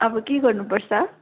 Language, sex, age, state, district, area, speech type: Nepali, female, 18-30, West Bengal, Darjeeling, rural, conversation